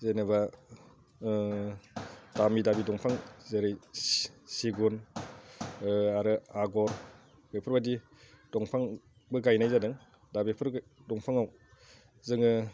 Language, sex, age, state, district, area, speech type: Bodo, male, 30-45, Assam, Udalguri, urban, spontaneous